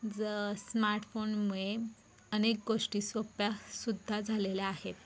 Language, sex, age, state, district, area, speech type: Marathi, female, 18-30, Maharashtra, Satara, urban, spontaneous